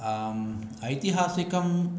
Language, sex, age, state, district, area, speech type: Sanskrit, male, 45-60, Karnataka, Bangalore Urban, urban, spontaneous